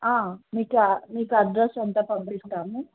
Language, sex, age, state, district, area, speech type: Telugu, female, 18-30, Andhra Pradesh, Sri Satya Sai, urban, conversation